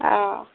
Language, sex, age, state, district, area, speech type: Assamese, female, 18-30, Assam, Darrang, rural, conversation